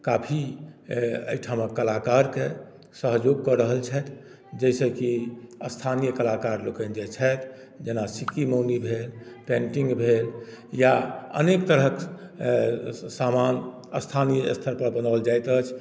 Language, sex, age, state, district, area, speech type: Maithili, male, 60+, Bihar, Madhubani, rural, spontaneous